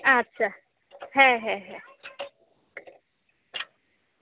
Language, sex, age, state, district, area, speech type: Bengali, female, 30-45, West Bengal, Alipurduar, rural, conversation